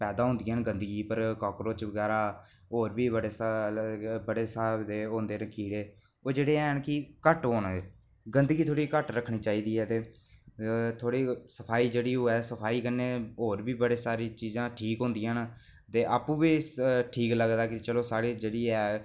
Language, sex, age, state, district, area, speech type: Dogri, male, 18-30, Jammu and Kashmir, Reasi, rural, spontaneous